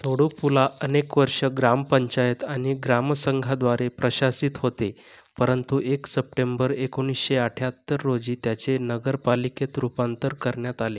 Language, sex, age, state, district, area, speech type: Marathi, male, 18-30, Maharashtra, Buldhana, rural, read